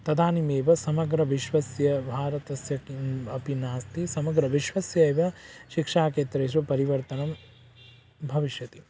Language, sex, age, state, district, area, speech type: Sanskrit, male, 18-30, Odisha, Bargarh, rural, spontaneous